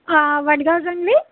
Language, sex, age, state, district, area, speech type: Marathi, female, 18-30, Maharashtra, Wardha, rural, conversation